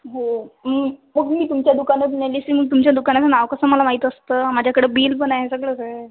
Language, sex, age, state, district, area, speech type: Marathi, female, 18-30, Maharashtra, Amravati, urban, conversation